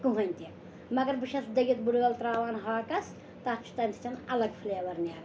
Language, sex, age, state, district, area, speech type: Kashmiri, female, 45-60, Jammu and Kashmir, Srinagar, urban, spontaneous